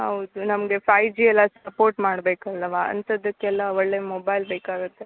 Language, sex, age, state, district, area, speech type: Kannada, female, 18-30, Karnataka, Uttara Kannada, rural, conversation